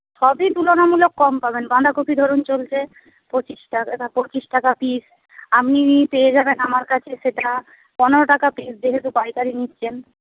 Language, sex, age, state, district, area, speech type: Bengali, female, 45-60, West Bengal, Paschim Medinipur, rural, conversation